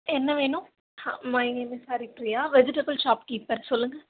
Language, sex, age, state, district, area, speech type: Tamil, female, 18-30, Tamil Nadu, Ranipet, urban, conversation